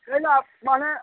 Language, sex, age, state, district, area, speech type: Maithili, male, 60+, Bihar, Muzaffarpur, rural, conversation